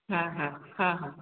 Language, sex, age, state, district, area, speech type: Odia, female, 45-60, Odisha, Sambalpur, rural, conversation